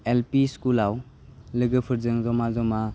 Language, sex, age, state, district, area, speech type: Bodo, male, 18-30, Assam, Baksa, rural, spontaneous